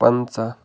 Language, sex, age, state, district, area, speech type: Kashmiri, male, 45-60, Jammu and Kashmir, Baramulla, rural, spontaneous